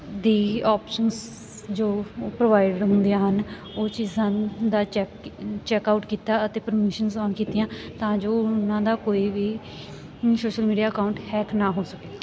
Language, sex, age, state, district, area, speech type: Punjabi, female, 18-30, Punjab, Sangrur, rural, spontaneous